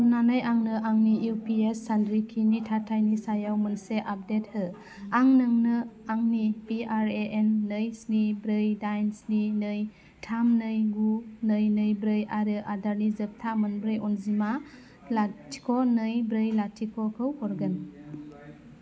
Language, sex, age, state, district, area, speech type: Bodo, female, 30-45, Assam, Udalguri, rural, read